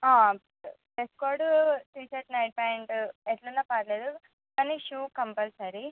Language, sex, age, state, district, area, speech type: Telugu, female, 45-60, Andhra Pradesh, Visakhapatnam, urban, conversation